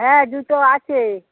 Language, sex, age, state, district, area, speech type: Bengali, female, 60+, West Bengal, Hooghly, rural, conversation